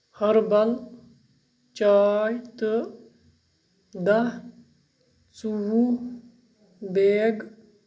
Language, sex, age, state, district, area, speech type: Kashmiri, male, 30-45, Jammu and Kashmir, Kupwara, urban, read